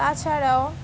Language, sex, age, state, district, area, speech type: Bengali, female, 18-30, West Bengal, Dakshin Dinajpur, urban, spontaneous